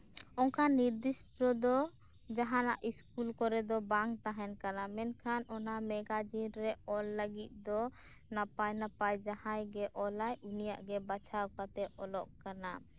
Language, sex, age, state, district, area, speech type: Santali, female, 18-30, West Bengal, Birbhum, rural, spontaneous